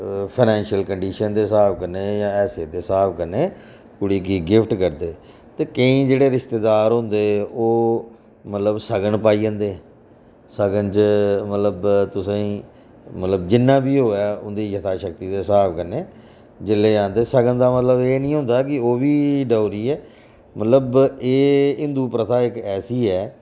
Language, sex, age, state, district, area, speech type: Dogri, male, 45-60, Jammu and Kashmir, Reasi, urban, spontaneous